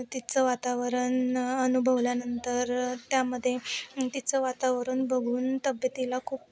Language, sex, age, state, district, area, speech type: Marathi, female, 30-45, Maharashtra, Nagpur, rural, spontaneous